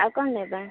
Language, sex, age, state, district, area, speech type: Odia, female, 45-60, Odisha, Gajapati, rural, conversation